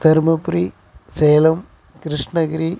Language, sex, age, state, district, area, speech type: Tamil, male, 45-60, Tamil Nadu, Dharmapuri, rural, spontaneous